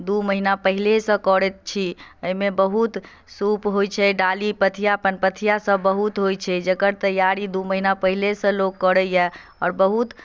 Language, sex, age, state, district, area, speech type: Maithili, female, 30-45, Bihar, Madhubani, rural, spontaneous